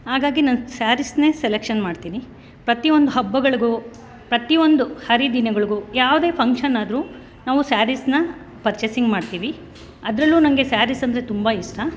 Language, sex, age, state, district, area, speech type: Kannada, male, 30-45, Karnataka, Bangalore Rural, rural, spontaneous